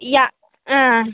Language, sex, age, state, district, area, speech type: Kannada, female, 18-30, Karnataka, Dharwad, rural, conversation